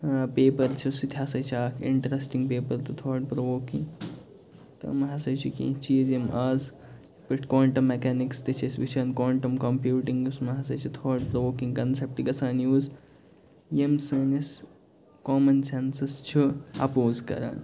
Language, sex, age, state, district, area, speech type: Kashmiri, male, 30-45, Jammu and Kashmir, Kupwara, rural, spontaneous